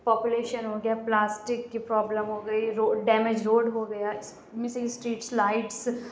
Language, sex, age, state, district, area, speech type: Urdu, female, 18-30, Uttar Pradesh, Lucknow, rural, spontaneous